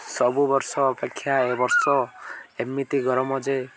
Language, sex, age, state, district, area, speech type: Odia, male, 18-30, Odisha, Koraput, urban, spontaneous